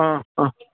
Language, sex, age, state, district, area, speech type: Malayalam, male, 60+, Kerala, Kottayam, rural, conversation